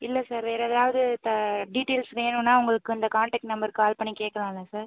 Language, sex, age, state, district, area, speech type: Tamil, female, 18-30, Tamil Nadu, Pudukkottai, rural, conversation